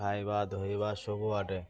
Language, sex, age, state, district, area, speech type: Odia, male, 18-30, Odisha, Malkangiri, urban, spontaneous